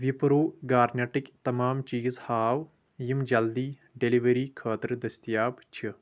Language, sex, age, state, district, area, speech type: Kashmiri, male, 18-30, Jammu and Kashmir, Shopian, urban, read